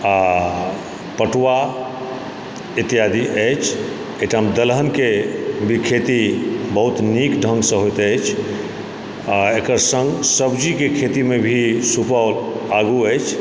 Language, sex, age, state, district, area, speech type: Maithili, male, 45-60, Bihar, Supaul, rural, spontaneous